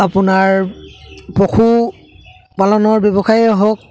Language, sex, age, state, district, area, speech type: Assamese, male, 30-45, Assam, Charaideo, rural, spontaneous